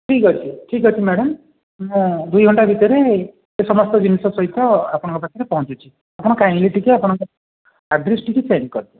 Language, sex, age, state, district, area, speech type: Odia, male, 45-60, Odisha, Puri, urban, conversation